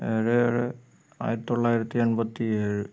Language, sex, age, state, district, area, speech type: Malayalam, male, 60+, Kerala, Wayanad, rural, spontaneous